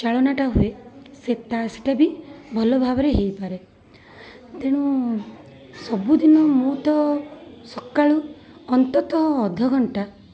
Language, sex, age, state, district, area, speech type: Odia, female, 30-45, Odisha, Cuttack, urban, spontaneous